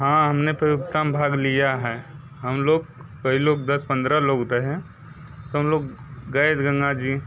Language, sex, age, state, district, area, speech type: Hindi, male, 30-45, Uttar Pradesh, Mirzapur, rural, spontaneous